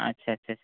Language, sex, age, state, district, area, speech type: Bengali, male, 30-45, West Bengal, Purulia, rural, conversation